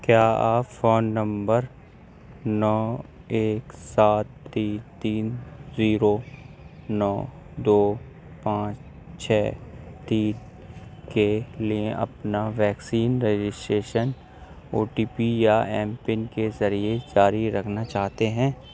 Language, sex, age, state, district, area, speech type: Urdu, male, 18-30, Uttar Pradesh, Aligarh, urban, read